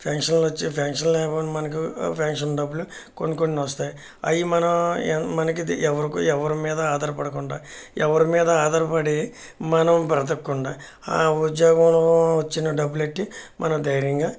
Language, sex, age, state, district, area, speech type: Telugu, male, 45-60, Andhra Pradesh, Kakinada, urban, spontaneous